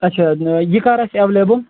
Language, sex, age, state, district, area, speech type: Kashmiri, male, 30-45, Jammu and Kashmir, Ganderbal, rural, conversation